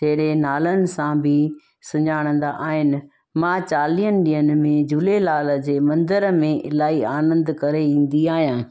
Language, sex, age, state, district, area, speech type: Sindhi, female, 45-60, Gujarat, Junagadh, rural, spontaneous